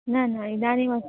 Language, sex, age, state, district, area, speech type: Sanskrit, female, 18-30, Karnataka, Dharwad, urban, conversation